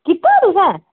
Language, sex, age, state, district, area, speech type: Dogri, female, 30-45, Jammu and Kashmir, Udhampur, urban, conversation